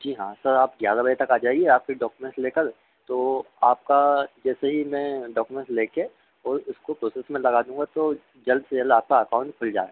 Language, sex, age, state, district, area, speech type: Hindi, male, 30-45, Madhya Pradesh, Harda, urban, conversation